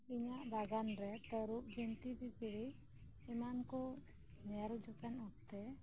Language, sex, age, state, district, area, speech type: Santali, female, 30-45, West Bengal, Birbhum, rural, spontaneous